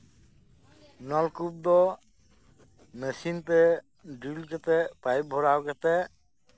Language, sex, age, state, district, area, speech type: Santali, male, 45-60, West Bengal, Birbhum, rural, spontaneous